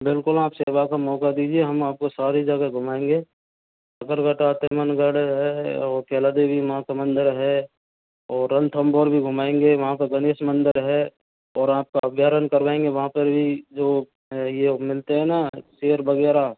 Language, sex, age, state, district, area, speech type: Hindi, male, 30-45, Rajasthan, Karauli, rural, conversation